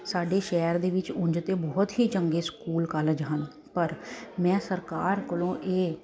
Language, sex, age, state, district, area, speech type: Punjabi, female, 30-45, Punjab, Kapurthala, urban, spontaneous